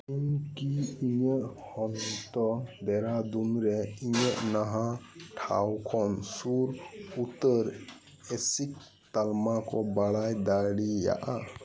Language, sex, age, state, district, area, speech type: Santali, male, 30-45, West Bengal, Birbhum, rural, read